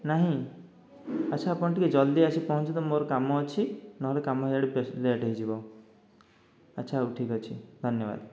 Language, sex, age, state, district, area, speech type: Odia, male, 30-45, Odisha, Dhenkanal, rural, spontaneous